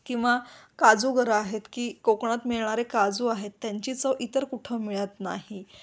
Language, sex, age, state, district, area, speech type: Marathi, female, 45-60, Maharashtra, Kolhapur, urban, spontaneous